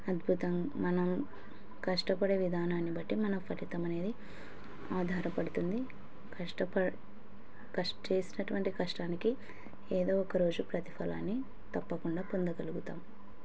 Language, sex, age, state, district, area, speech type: Telugu, female, 30-45, Andhra Pradesh, Kurnool, rural, spontaneous